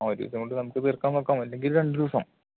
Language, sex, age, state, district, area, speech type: Malayalam, male, 18-30, Kerala, Palakkad, rural, conversation